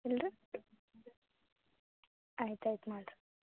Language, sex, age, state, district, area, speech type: Kannada, female, 18-30, Karnataka, Gulbarga, urban, conversation